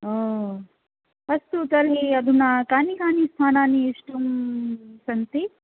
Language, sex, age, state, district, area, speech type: Sanskrit, female, 45-60, Rajasthan, Jaipur, rural, conversation